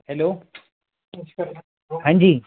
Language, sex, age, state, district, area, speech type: Hindi, male, 45-60, Madhya Pradesh, Bhopal, urban, conversation